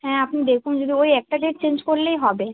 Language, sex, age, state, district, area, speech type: Bengali, female, 18-30, West Bengal, Uttar Dinajpur, rural, conversation